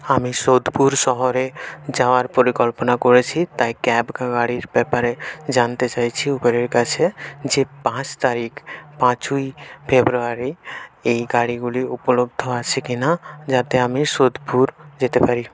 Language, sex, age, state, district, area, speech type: Bengali, male, 18-30, West Bengal, North 24 Parganas, rural, spontaneous